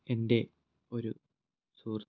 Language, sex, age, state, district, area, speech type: Malayalam, male, 18-30, Kerala, Kannur, rural, spontaneous